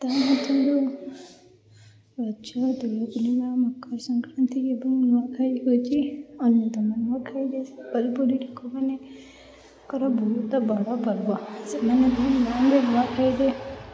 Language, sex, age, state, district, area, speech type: Odia, female, 45-60, Odisha, Puri, urban, spontaneous